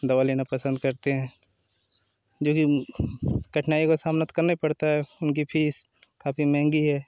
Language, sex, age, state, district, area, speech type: Hindi, male, 30-45, Uttar Pradesh, Jaunpur, rural, spontaneous